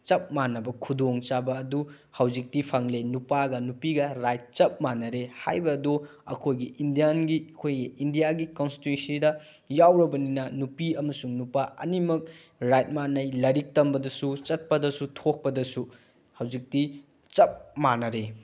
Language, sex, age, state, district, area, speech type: Manipuri, male, 30-45, Manipur, Bishnupur, rural, spontaneous